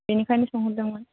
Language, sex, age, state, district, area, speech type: Bodo, female, 30-45, Assam, Chirang, urban, conversation